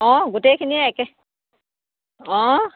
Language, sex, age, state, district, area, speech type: Assamese, female, 30-45, Assam, Sivasagar, rural, conversation